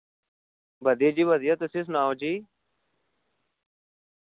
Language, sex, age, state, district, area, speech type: Dogri, male, 18-30, Jammu and Kashmir, Samba, rural, conversation